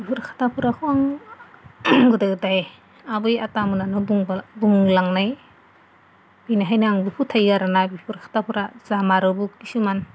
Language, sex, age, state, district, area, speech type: Bodo, female, 30-45, Assam, Goalpara, rural, spontaneous